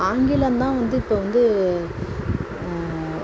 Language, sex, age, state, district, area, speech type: Tamil, female, 45-60, Tamil Nadu, Mayiladuthurai, rural, spontaneous